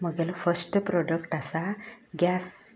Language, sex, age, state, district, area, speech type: Goan Konkani, female, 60+, Goa, Canacona, rural, spontaneous